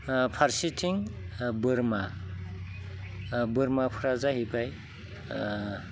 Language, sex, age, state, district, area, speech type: Bodo, male, 45-60, Assam, Udalguri, rural, spontaneous